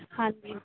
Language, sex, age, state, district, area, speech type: Punjabi, female, 18-30, Punjab, Muktsar, urban, conversation